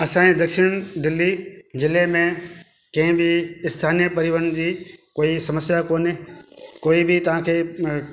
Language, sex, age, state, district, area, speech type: Sindhi, male, 45-60, Delhi, South Delhi, urban, spontaneous